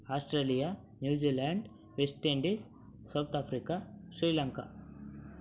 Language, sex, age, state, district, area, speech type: Kannada, male, 18-30, Karnataka, Chitradurga, rural, spontaneous